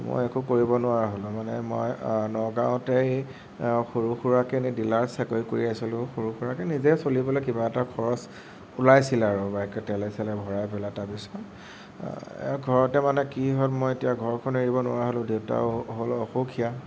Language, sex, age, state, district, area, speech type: Assamese, male, 18-30, Assam, Nagaon, rural, spontaneous